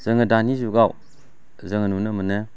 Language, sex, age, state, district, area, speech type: Bodo, male, 45-60, Assam, Chirang, urban, spontaneous